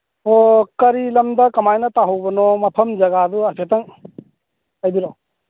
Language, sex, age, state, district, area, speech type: Manipuri, male, 30-45, Manipur, Churachandpur, rural, conversation